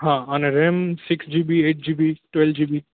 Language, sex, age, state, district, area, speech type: Gujarati, male, 18-30, Gujarat, Junagadh, urban, conversation